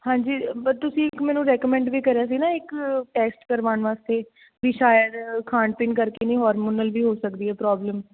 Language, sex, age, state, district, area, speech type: Punjabi, female, 18-30, Punjab, Patiala, urban, conversation